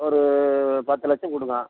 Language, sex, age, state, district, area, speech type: Tamil, male, 60+, Tamil Nadu, Namakkal, rural, conversation